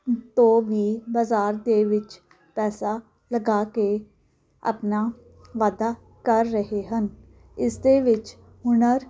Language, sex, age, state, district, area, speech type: Punjabi, female, 30-45, Punjab, Jalandhar, urban, spontaneous